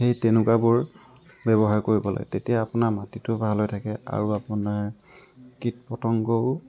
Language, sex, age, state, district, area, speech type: Assamese, male, 18-30, Assam, Tinsukia, urban, spontaneous